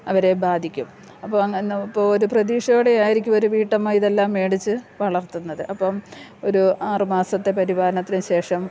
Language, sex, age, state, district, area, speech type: Malayalam, female, 45-60, Kerala, Thiruvananthapuram, urban, spontaneous